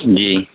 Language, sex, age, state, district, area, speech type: Urdu, male, 18-30, Uttar Pradesh, Saharanpur, urban, conversation